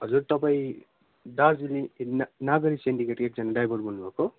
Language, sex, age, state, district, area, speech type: Nepali, male, 18-30, West Bengal, Darjeeling, rural, conversation